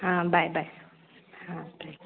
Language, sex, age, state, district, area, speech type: Marathi, female, 18-30, Maharashtra, Ratnagiri, rural, conversation